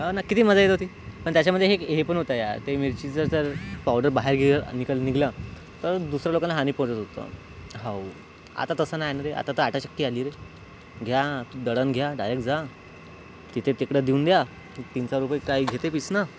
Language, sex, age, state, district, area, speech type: Marathi, male, 18-30, Maharashtra, Nagpur, rural, spontaneous